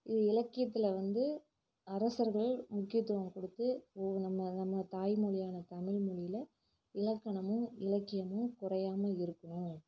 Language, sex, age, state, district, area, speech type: Tamil, female, 30-45, Tamil Nadu, Namakkal, rural, spontaneous